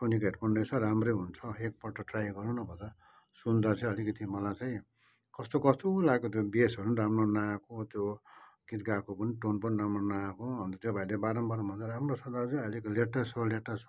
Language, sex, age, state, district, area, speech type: Nepali, male, 60+, West Bengal, Kalimpong, rural, spontaneous